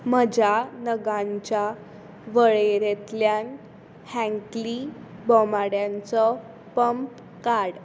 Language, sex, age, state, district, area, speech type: Goan Konkani, female, 18-30, Goa, Tiswadi, rural, read